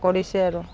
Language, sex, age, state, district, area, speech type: Assamese, female, 30-45, Assam, Barpeta, rural, spontaneous